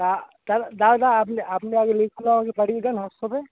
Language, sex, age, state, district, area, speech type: Bengali, male, 18-30, West Bengal, Cooch Behar, urban, conversation